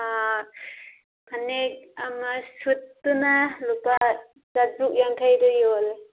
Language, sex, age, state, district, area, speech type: Manipuri, female, 18-30, Manipur, Thoubal, rural, conversation